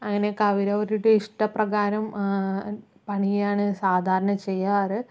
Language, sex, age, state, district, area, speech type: Malayalam, female, 45-60, Kerala, Palakkad, rural, spontaneous